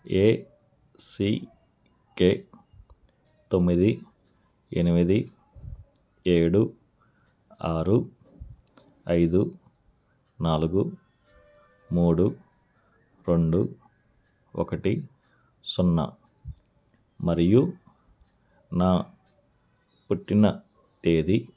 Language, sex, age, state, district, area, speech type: Telugu, male, 45-60, Andhra Pradesh, N T Rama Rao, urban, read